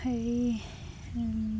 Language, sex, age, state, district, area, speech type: Assamese, female, 30-45, Assam, Sivasagar, rural, spontaneous